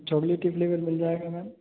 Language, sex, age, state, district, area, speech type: Hindi, male, 30-45, Rajasthan, Jodhpur, urban, conversation